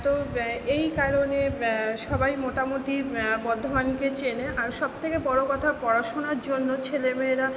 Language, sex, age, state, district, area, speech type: Bengali, female, 60+, West Bengal, Purba Bardhaman, urban, spontaneous